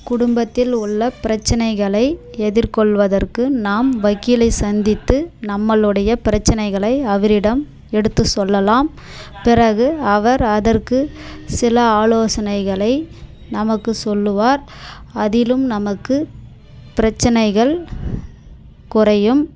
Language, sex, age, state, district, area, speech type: Tamil, female, 30-45, Tamil Nadu, Dharmapuri, rural, spontaneous